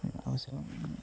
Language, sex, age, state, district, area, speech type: Odia, male, 18-30, Odisha, Jagatsinghpur, rural, spontaneous